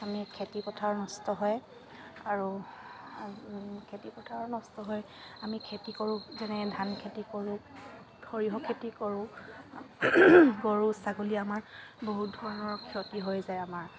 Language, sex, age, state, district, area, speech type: Assamese, female, 45-60, Assam, Dibrugarh, rural, spontaneous